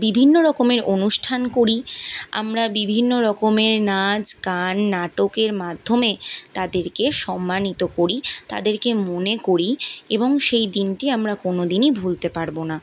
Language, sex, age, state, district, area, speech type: Bengali, female, 18-30, West Bengal, Kolkata, urban, spontaneous